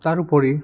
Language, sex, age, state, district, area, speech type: Assamese, male, 18-30, Assam, Goalpara, urban, spontaneous